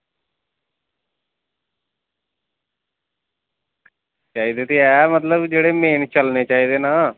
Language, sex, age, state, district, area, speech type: Dogri, male, 30-45, Jammu and Kashmir, Samba, rural, conversation